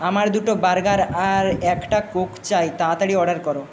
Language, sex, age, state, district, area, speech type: Bengali, male, 60+, West Bengal, Jhargram, rural, read